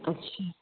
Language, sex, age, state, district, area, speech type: Hindi, female, 30-45, Madhya Pradesh, Jabalpur, urban, conversation